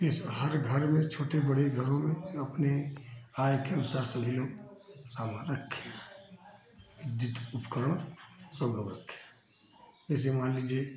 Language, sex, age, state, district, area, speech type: Hindi, male, 60+, Uttar Pradesh, Chandauli, urban, spontaneous